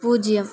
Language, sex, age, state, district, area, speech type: Tamil, female, 18-30, Tamil Nadu, Kallakurichi, urban, read